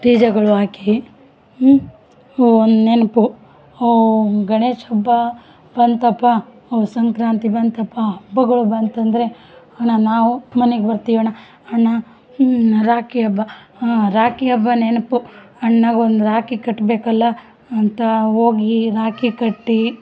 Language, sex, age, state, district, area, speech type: Kannada, female, 45-60, Karnataka, Vijayanagara, rural, spontaneous